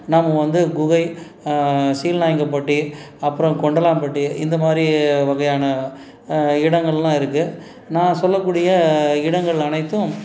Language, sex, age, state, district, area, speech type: Tamil, male, 45-60, Tamil Nadu, Salem, urban, spontaneous